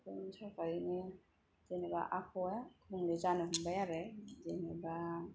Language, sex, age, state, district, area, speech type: Bodo, female, 18-30, Assam, Kokrajhar, urban, spontaneous